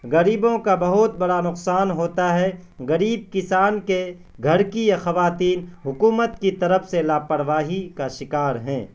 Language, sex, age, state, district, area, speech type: Urdu, male, 18-30, Bihar, Purnia, rural, spontaneous